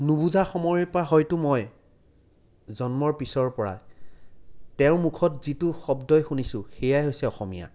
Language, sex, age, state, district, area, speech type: Assamese, male, 30-45, Assam, Jorhat, urban, spontaneous